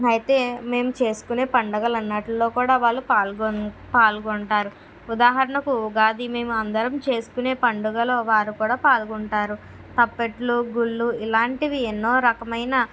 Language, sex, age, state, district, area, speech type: Telugu, female, 30-45, Andhra Pradesh, Kakinada, urban, spontaneous